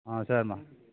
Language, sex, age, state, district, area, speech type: Tamil, male, 60+, Tamil Nadu, Kallakurichi, rural, conversation